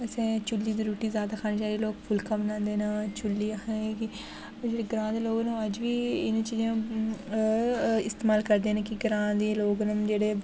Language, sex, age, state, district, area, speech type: Dogri, female, 18-30, Jammu and Kashmir, Jammu, rural, spontaneous